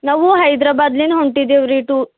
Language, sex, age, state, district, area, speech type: Kannada, female, 18-30, Karnataka, Bidar, urban, conversation